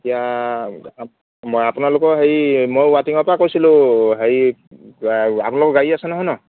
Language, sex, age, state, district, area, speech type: Assamese, male, 30-45, Assam, Golaghat, rural, conversation